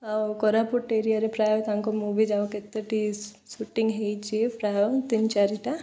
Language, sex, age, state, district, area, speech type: Odia, female, 18-30, Odisha, Koraput, urban, spontaneous